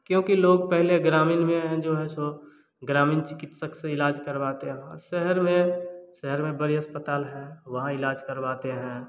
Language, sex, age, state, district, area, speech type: Hindi, male, 18-30, Bihar, Samastipur, rural, spontaneous